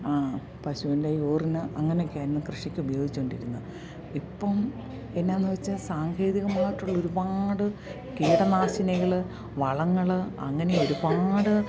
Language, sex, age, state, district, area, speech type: Malayalam, female, 45-60, Kerala, Idukki, rural, spontaneous